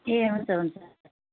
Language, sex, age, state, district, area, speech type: Nepali, female, 45-60, West Bengal, Kalimpong, rural, conversation